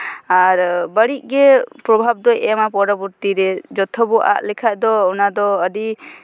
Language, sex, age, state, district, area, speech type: Santali, female, 18-30, West Bengal, Purba Bardhaman, rural, spontaneous